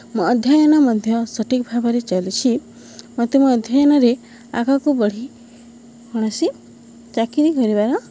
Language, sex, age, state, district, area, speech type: Odia, female, 45-60, Odisha, Balangir, urban, spontaneous